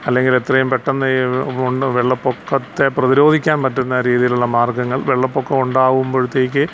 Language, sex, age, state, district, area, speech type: Malayalam, male, 45-60, Kerala, Alappuzha, rural, spontaneous